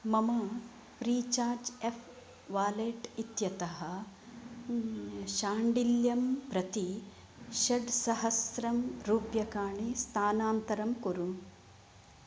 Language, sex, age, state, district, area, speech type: Sanskrit, female, 45-60, Karnataka, Uttara Kannada, rural, read